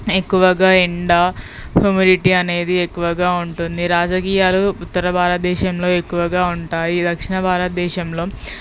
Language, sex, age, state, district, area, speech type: Telugu, female, 18-30, Telangana, Peddapalli, rural, spontaneous